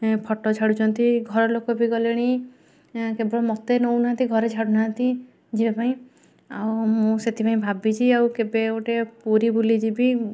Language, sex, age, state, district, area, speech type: Odia, female, 18-30, Odisha, Kendujhar, urban, spontaneous